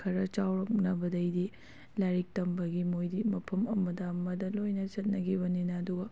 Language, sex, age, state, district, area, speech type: Manipuri, female, 18-30, Manipur, Kakching, rural, spontaneous